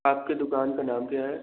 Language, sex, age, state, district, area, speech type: Hindi, male, 18-30, Uttar Pradesh, Bhadohi, rural, conversation